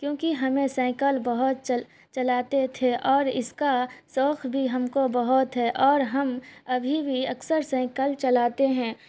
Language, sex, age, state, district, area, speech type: Urdu, female, 18-30, Bihar, Supaul, rural, spontaneous